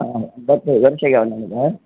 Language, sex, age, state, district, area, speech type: Kannada, female, 60+, Karnataka, Gadag, rural, conversation